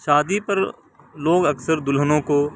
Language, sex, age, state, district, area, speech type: Urdu, male, 45-60, Uttar Pradesh, Aligarh, urban, spontaneous